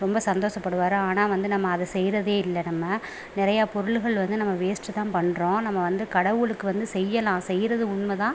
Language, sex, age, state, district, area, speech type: Tamil, female, 30-45, Tamil Nadu, Pudukkottai, rural, spontaneous